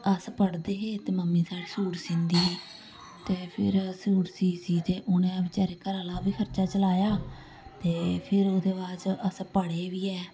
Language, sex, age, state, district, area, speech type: Dogri, female, 30-45, Jammu and Kashmir, Samba, rural, spontaneous